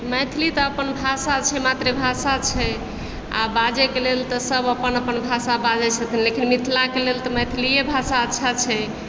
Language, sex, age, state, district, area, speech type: Maithili, female, 60+, Bihar, Supaul, urban, spontaneous